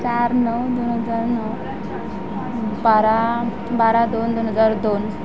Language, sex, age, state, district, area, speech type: Marathi, female, 18-30, Maharashtra, Wardha, rural, spontaneous